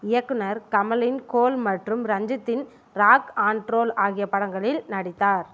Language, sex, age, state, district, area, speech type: Tamil, female, 18-30, Tamil Nadu, Ariyalur, rural, read